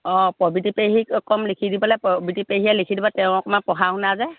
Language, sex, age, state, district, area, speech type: Assamese, female, 30-45, Assam, Lakhimpur, rural, conversation